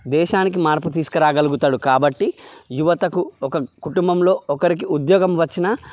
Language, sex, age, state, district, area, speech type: Telugu, male, 30-45, Telangana, Karimnagar, rural, spontaneous